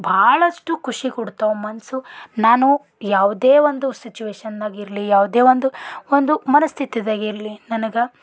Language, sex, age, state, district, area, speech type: Kannada, female, 30-45, Karnataka, Bidar, rural, spontaneous